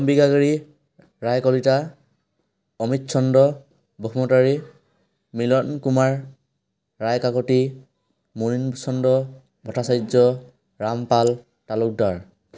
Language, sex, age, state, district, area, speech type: Assamese, male, 18-30, Assam, Tinsukia, urban, spontaneous